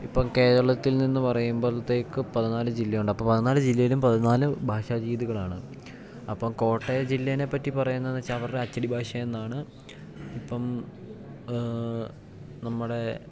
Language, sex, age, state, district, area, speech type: Malayalam, male, 18-30, Kerala, Idukki, rural, spontaneous